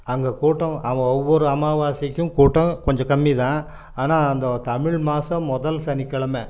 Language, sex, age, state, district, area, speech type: Tamil, male, 60+, Tamil Nadu, Coimbatore, urban, spontaneous